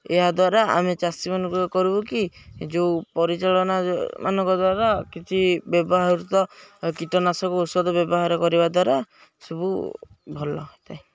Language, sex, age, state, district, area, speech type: Odia, male, 18-30, Odisha, Jagatsinghpur, rural, spontaneous